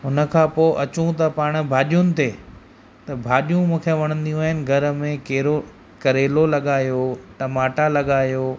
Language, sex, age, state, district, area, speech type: Sindhi, male, 30-45, Gujarat, Kutch, rural, spontaneous